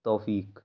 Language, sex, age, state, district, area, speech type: Urdu, male, 18-30, Uttar Pradesh, Ghaziabad, urban, spontaneous